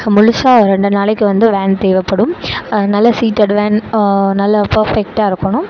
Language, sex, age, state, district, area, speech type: Tamil, female, 18-30, Tamil Nadu, Sivaganga, rural, spontaneous